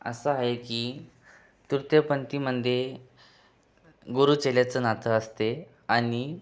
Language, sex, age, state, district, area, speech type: Marathi, other, 18-30, Maharashtra, Buldhana, urban, spontaneous